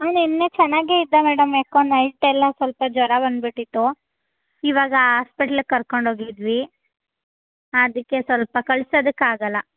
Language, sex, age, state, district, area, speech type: Kannada, female, 18-30, Karnataka, Chamarajanagar, urban, conversation